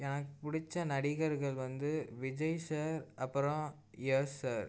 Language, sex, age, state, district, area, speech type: Tamil, male, 18-30, Tamil Nadu, Tiruchirappalli, rural, spontaneous